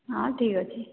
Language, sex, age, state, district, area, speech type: Odia, female, 45-60, Odisha, Sambalpur, rural, conversation